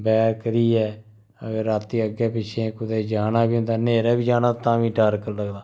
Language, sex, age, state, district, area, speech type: Dogri, male, 30-45, Jammu and Kashmir, Udhampur, rural, spontaneous